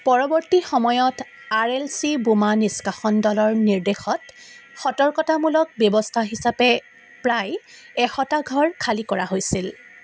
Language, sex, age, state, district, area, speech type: Assamese, female, 45-60, Assam, Dibrugarh, rural, read